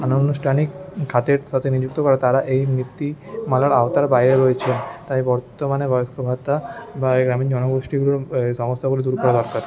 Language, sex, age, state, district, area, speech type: Bengali, male, 18-30, West Bengal, Paschim Bardhaman, rural, spontaneous